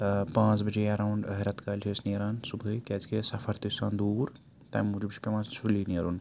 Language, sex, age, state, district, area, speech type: Kashmiri, male, 18-30, Jammu and Kashmir, Srinagar, urban, spontaneous